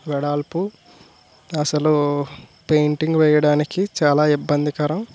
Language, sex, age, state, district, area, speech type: Telugu, male, 18-30, Andhra Pradesh, East Godavari, rural, spontaneous